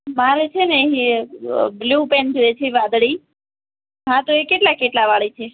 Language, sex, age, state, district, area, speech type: Gujarati, female, 18-30, Gujarat, Ahmedabad, urban, conversation